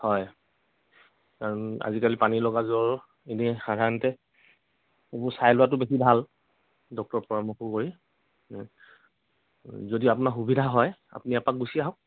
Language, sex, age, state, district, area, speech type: Assamese, male, 45-60, Assam, Dhemaji, rural, conversation